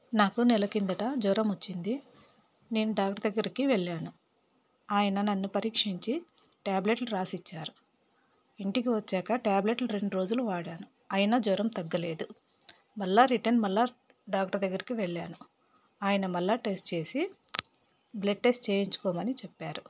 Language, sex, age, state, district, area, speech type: Telugu, female, 45-60, Telangana, Peddapalli, urban, spontaneous